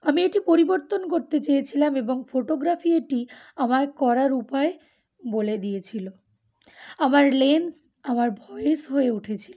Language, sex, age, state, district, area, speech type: Bengali, female, 18-30, West Bengal, Uttar Dinajpur, urban, spontaneous